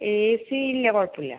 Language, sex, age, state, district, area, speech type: Malayalam, female, 45-60, Kerala, Palakkad, rural, conversation